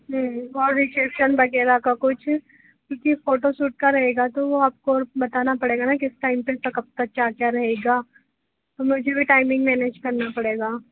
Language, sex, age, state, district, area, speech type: Hindi, female, 18-30, Madhya Pradesh, Harda, urban, conversation